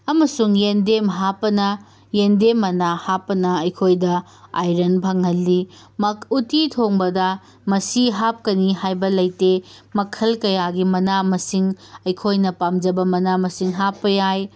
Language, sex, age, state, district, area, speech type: Manipuri, female, 30-45, Manipur, Tengnoupal, urban, spontaneous